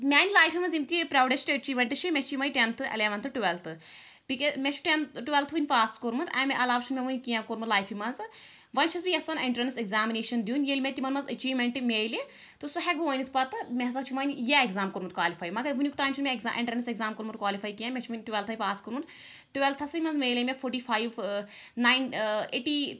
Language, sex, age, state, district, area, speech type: Kashmiri, female, 18-30, Jammu and Kashmir, Anantnag, rural, spontaneous